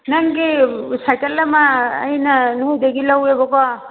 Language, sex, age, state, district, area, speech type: Manipuri, female, 45-60, Manipur, Churachandpur, rural, conversation